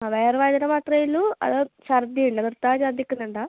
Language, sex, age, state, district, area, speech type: Malayalam, female, 18-30, Kerala, Kasaragod, rural, conversation